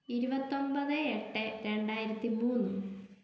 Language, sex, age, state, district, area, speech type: Malayalam, female, 30-45, Kerala, Kottayam, rural, spontaneous